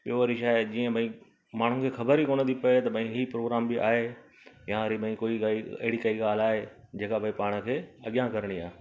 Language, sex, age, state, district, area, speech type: Sindhi, male, 45-60, Gujarat, Surat, urban, spontaneous